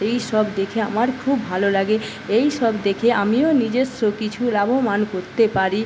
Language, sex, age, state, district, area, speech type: Bengali, female, 30-45, West Bengal, Paschim Medinipur, rural, spontaneous